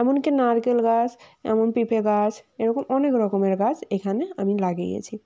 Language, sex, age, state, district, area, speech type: Bengali, female, 18-30, West Bengal, Jalpaiguri, rural, spontaneous